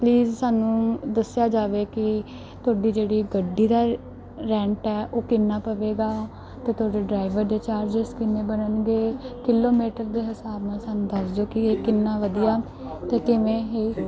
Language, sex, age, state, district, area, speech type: Punjabi, female, 18-30, Punjab, Mansa, urban, spontaneous